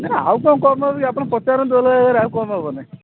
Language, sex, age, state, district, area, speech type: Odia, male, 45-60, Odisha, Kendujhar, urban, conversation